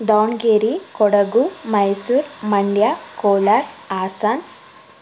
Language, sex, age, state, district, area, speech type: Kannada, female, 18-30, Karnataka, Davanagere, rural, spontaneous